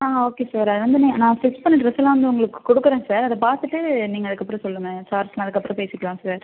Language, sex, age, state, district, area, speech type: Tamil, female, 30-45, Tamil Nadu, Ariyalur, rural, conversation